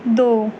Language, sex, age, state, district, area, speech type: Punjabi, female, 18-30, Punjab, Tarn Taran, urban, read